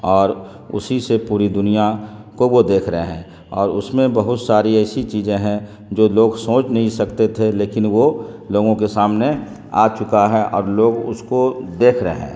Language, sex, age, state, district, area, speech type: Urdu, male, 30-45, Bihar, Khagaria, rural, spontaneous